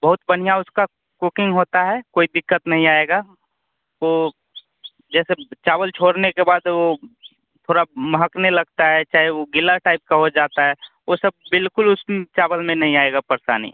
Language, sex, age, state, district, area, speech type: Hindi, male, 30-45, Bihar, Vaishali, urban, conversation